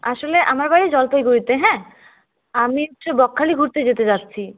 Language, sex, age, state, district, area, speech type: Bengali, female, 30-45, West Bengal, Jalpaiguri, rural, conversation